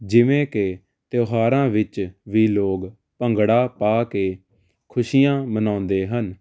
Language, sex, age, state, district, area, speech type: Punjabi, male, 18-30, Punjab, Jalandhar, urban, spontaneous